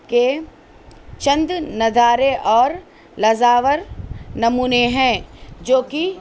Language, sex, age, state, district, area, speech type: Urdu, female, 18-30, Telangana, Hyderabad, urban, spontaneous